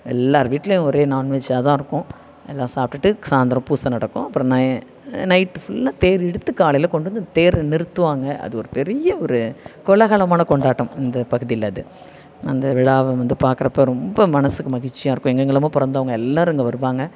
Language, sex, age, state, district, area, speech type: Tamil, female, 45-60, Tamil Nadu, Thanjavur, rural, spontaneous